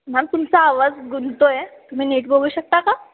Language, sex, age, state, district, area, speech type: Marathi, female, 18-30, Maharashtra, Ahmednagar, rural, conversation